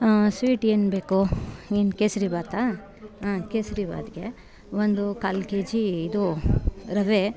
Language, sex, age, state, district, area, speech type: Kannada, female, 30-45, Karnataka, Bangalore Rural, rural, spontaneous